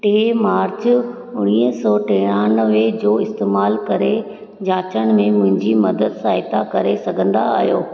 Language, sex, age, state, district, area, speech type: Sindhi, female, 30-45, Rajasthan, Ajmer, urban, read